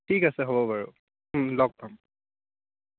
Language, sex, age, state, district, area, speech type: Assamese, male, 30-45, Assam, Biswanath, rural, conversation